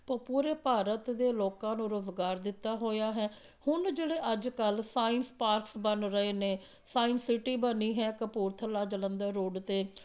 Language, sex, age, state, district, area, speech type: Punjabi, female, 45-60, Punjab, Amritsar, urban, spontaneous